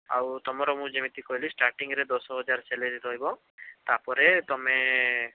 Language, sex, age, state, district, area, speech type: Odia, male, 18-30, Odisha, Bhadrak, rural, conversation